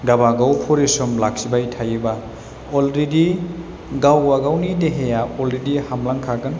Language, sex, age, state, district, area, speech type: Bodo, male, 30-45, Assam, Chirang, rural, spontaneous